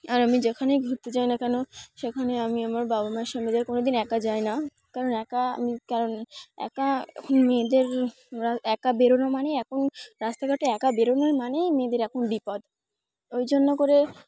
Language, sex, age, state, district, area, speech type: Bengali, female, 18-30, West Bengal, Dakshin Dinajpur, urban, spontaneous